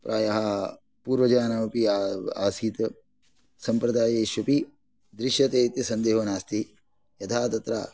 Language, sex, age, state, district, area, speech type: Sanskrit, male, 45-60, Karnataka, Shimoga, rural, spontaneous